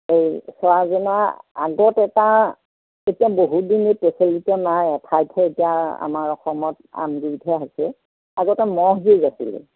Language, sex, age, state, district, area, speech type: Assamese, female, 60+, Assam, Golaghat, urban, conversation